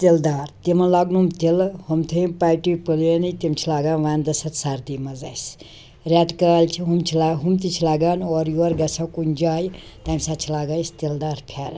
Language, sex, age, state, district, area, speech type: Kashmiri, female, 60+, Jammu and Kashmir, Srinagar, urban, spontaneous